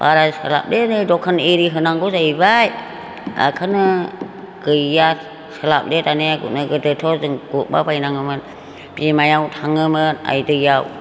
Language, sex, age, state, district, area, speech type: Bodo, female, 60+, Assam, Chirang, rural, spontaneous